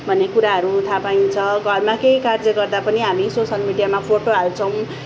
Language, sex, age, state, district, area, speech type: Nepali, female, 30-45, West Bengal, Darjeeling, rural, spontaneous